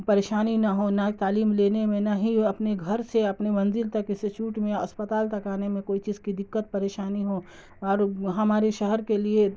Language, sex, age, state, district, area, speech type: Urdu, female, 30-45, Bihar, Darbhanga, rural, spontaneous